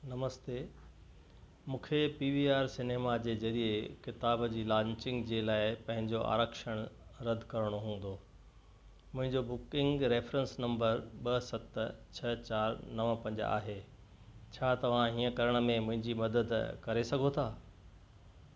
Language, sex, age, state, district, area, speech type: Sindhi, male, 60+, Gujarat, Kutch, urban, read